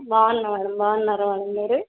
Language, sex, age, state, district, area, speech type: Telugu, female, 30-45, Andhra Pradesh, Nandyal, rural, conversation